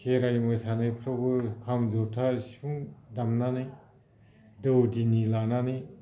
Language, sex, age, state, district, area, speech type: Bodo, male, 45-60, Assam, Baksa, rural, spontaneous